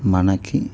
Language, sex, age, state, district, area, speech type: Telugu, male, 45-60, Andhra Pradesh, N T Rama Rao, urban, spontaneous